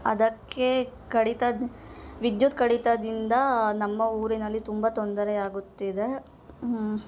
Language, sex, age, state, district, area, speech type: Kannada, female, 30-45, Karnataka, Hassan, urban, spontaneous